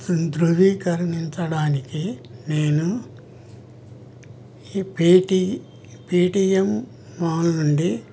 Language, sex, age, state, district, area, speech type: Telugu, male, 60+, Andhra Pradesh, N T Rama Rao, urban, read